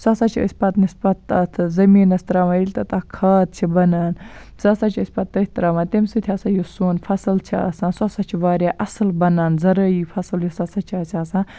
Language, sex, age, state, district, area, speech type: Kashmiri, female, 18-30, Jammu and Kashmir, Baramulla, rural, spontaneous